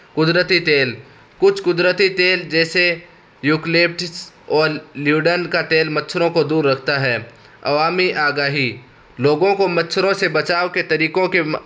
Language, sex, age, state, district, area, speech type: Urdu, male, 18-30, Uttar Pradesh, Saharanpur, urban, spontaneous